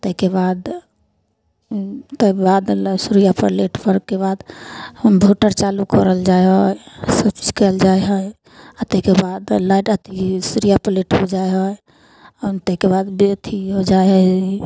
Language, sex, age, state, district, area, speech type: Maithili, female, 30-45, Bihar, Samastipur, rural, spontaneous